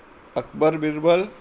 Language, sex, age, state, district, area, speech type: Gujarati, male, 45-60, Gujarat, Anand, urban, spontaneous